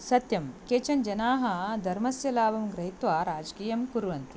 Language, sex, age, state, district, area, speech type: Sanskrit, female, 45-60, Karnataka, Dharwad, urban, spontaneous